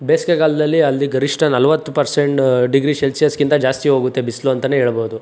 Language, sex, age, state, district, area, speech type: Kannada, male, 45-60, Karnataka, Chikkaballapur, urban, spontaneous